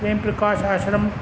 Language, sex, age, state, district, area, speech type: Sindhi, male, 45-60, Rajasthan, Ajmer, urban, spontaneous